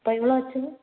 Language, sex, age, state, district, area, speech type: Tamil, female, 18-30, Tamil Nadu, Tiruppur, rural, conversation